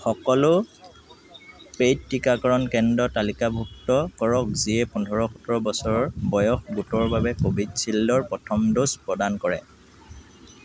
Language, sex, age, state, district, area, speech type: Assamese, male, 30-45, Assam, Sivasagar, rural, read